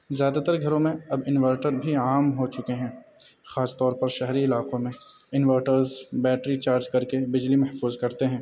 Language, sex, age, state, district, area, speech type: Urdu, male, 30-45, Delhi, North East Delhi, urban, spontaneous